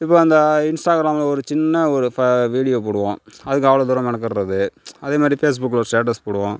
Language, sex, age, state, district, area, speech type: Tamil, female, 30-45, Tamil Nadu, Tiruvarur, urban, spontaneous